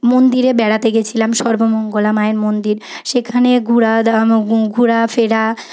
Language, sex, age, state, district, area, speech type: Bengali, female, 18-30, West Bengal, Paschim Medinipur, rural, spontaneous